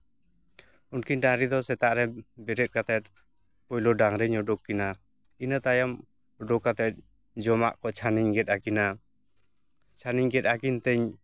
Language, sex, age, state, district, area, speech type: Santali, male, 30-45, West Bengal, Jhargram, rural, spontaneous